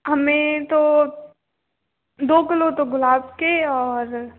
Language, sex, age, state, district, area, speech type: Hindi, female, 18-30, Rajasthan, Karauli, urban, conversation